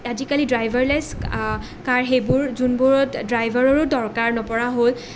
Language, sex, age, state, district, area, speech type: Assamese, female, 18-30, Assam, Nalbari, rural, spontaneous